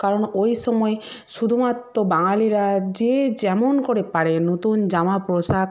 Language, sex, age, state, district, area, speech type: Bengali, female, 45-60, West Bengal, Purba Medinipur, rural, spontaneous